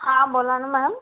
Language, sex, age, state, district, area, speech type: Marathi, female, 18-30, Maharashtra, Washim, urban, conversation